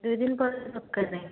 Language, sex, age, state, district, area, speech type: Odia, female, 30-45, Odisha, Puri, urban, conversation